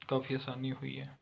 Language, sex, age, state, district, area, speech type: Punjabi, male, 18-30, Punjab, Rupnagar, rural, spontaneous